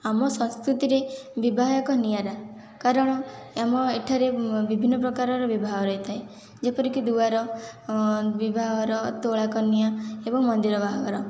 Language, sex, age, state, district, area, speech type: Odia, female, 18-30, Odisha, Khordha, rural, spontaneous